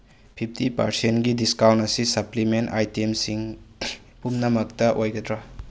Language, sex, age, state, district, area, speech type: Manipuri, male, 18-30, Manipur, Bishnupur, rural, read